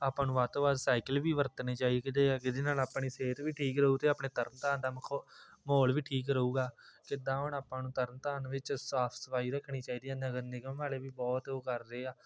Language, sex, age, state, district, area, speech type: Punjabi, male, 18-30, Punjab, Tarn Taran, rural, spontaneous